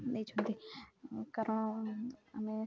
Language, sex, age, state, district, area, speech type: Odia, female, 18-30, Odisha, Mayurbhanj, rural, spontaneous